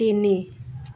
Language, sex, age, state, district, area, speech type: Assamese, female, 60+, Assam, Dibrugarh, rural, read